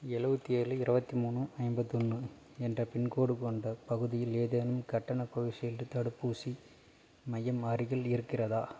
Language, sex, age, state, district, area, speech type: Tamil, male, 30-45, Tamil Nadu, Dharmapuri, rural, read